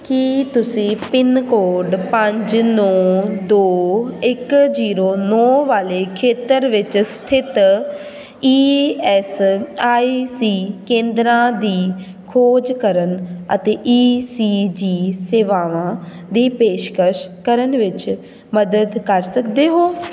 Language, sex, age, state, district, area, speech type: Punjabi, female, 18-30, Punjab, Patiala, urban, read